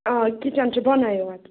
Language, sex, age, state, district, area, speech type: Kashmiri, female, 30-45, Jammu and Kashmir, Budgam, rural, conversation